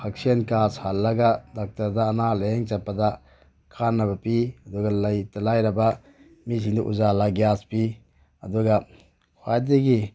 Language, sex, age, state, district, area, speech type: Manipuri, male, 30-45, Manipur, Bishnupur, rural, spontaneous